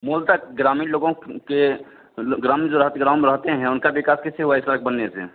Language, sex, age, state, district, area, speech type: Hindi, male, 45-60, Bihar, Begusarai, rural, conversation